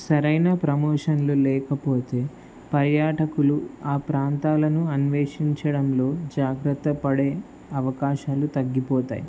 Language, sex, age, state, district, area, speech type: Telugu, male, 18-30, Andhra Pradesh, Palnadu, urban, spontaneous